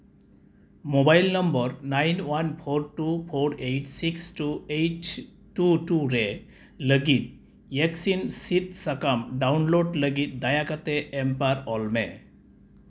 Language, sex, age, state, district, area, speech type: Santali, male, 30-45, West Bengal, Uttar Dinajpur, rural, read